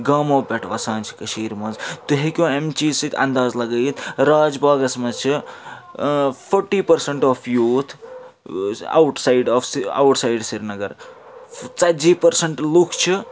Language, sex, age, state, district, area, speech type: Kashmiri, male, 30-45, Jammu and Kashmir, Srinagar, urban, spontaneous